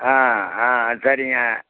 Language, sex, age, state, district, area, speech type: Tamil, male, 60+, Tamil Nadu, Perambalur, rural, conversation